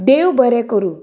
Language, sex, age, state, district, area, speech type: Goan Konkani, female, 30-45, Goa, Canacona, rural, spontaneous